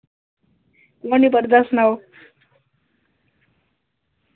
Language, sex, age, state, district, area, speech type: Dogri, male, 45-60, Jammu and Kashmir, Udhampur, urban, conversation